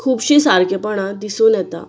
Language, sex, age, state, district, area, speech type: Goan Konkani, female, 30-45, Goa, Bardez, rural, spontaneous